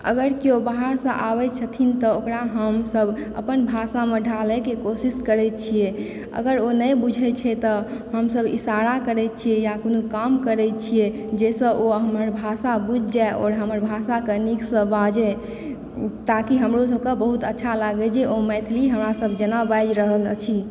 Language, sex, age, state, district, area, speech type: Maithili, female, 18-30, Bihar, Supaul, urban, spontaneous